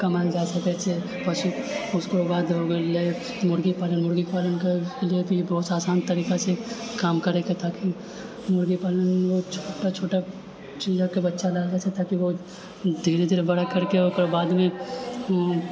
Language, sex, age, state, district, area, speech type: Maithili, male, 60+, Bihar, Purnia, rural, spontaneous